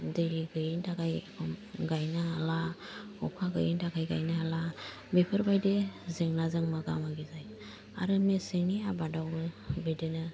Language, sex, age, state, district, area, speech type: Bodo, female, 30-45, Assam, Kokrajhar, rural, spontaneous